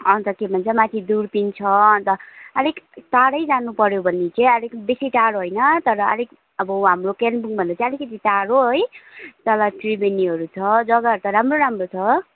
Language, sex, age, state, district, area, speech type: Nepali, female, 18-30, West Bengal, Kalimpong, rural, conversation